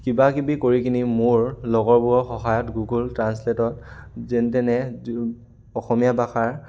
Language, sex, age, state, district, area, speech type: Assamese, male, 18-30, Assam, Dhemaji, rural, spontaneous